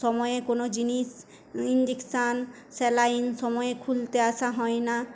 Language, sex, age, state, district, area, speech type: Bengali, female, 18-30, West Bengal, Paschim Medinipur, rural, spontaneous